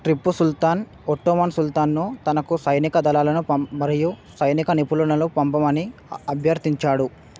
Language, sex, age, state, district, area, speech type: Telugu, male, 18-30, Telangana, Hyderabad, urban, read